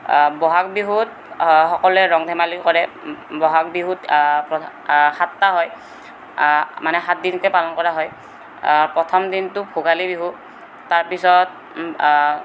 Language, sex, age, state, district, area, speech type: Assamese, male, 18-30, Assam, Kamrup Metropolitan, urban, spontaneous